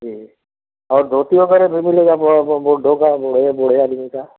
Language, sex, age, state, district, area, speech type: Hindi, male, 60+, Uttar Pradesh, Ghazipur, rural, conversation